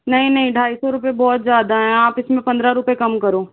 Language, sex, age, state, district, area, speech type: Hindi, female, 60+, Rajasthan, Jaipur, urban, conversation